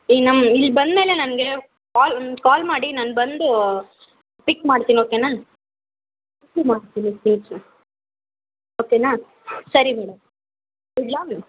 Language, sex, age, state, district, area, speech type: Kannada, female, 30-45, Karnataka, Vijayanagara, rural, conversation